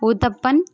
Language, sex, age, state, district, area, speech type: Telugu, female, 18-30, Andhra Pradesh, Kadapa, rural, spontaneous